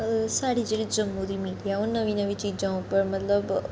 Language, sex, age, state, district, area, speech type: Dogri, female, 30-45, Jammu and Kashmir, Reasi, urban, spontaneous